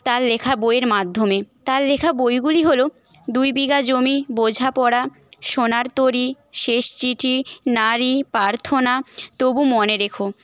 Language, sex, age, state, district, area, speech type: Bengali, female, 18-30, West Bengal, Paschim Medinipur, rural, spontaneous